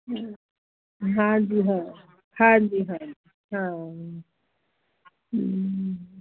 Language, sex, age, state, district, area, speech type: Punjabi, female, 45-60, Punjab, Muktsar, urban, conversation